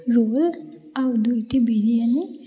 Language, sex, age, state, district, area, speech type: Odia, female, 45-60, Odisha, Puri, urban, spontaneous